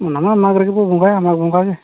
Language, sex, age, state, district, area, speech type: Santali, male, 45-60, Odisha, Mayurbhanj, rural, conversation